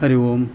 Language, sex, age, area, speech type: Sanskrit, male, 60+, urban, spontaneous